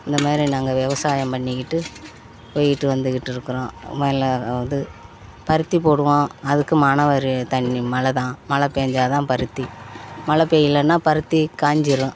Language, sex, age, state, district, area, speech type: Tamil, female, 60+, Tamil Nadu, Perambalur, rural, spontaneous